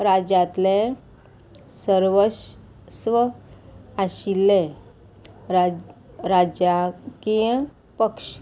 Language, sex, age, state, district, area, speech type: Goan Konkani, female, 30-45, Goa, Murmgao, rural, read